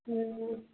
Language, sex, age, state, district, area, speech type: Maithili, female, 18-30, Bihar, Madhubani, rural, conversation